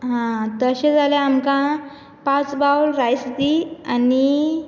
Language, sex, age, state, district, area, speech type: Goan Konkani, female, 18-30, Goa, Bardez, urban, spontaneous